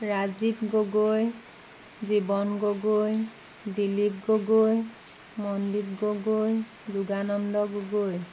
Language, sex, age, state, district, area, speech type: Assamese, female, 30-45, Assam, Sivasagar, rural, spontaneous